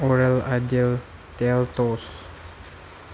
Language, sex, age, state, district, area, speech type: Manipuri, male, 18-30, Manipur, Chandel, rural, spontaneous